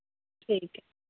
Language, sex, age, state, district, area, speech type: Punjabi, female, 30-45, Punjab, Mohali, rural, conversation